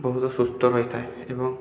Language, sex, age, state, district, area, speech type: Odia, male, 30-45, Odisha, Boudh, rural, spontaneous